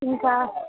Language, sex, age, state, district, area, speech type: Telugu, female, 45-60, Andhra Pradesh, Visakhapatnam, urban, conversation